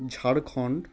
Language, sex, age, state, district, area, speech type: Bengali, male, 45-60, West Bengal, South 24 Parganas, rural, spontaneous